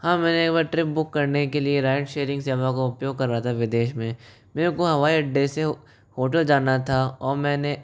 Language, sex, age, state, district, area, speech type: Hindi, male, 18-30, Rajasthan, Jaipur, urban, spontaneous